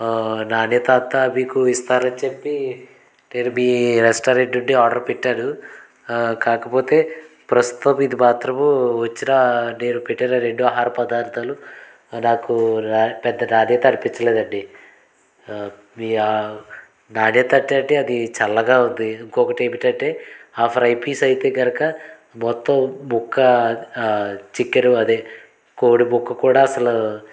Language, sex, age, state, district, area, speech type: Telugu, male, 30-45, Andhra Pradesh, Konaseema, rural, spontaneous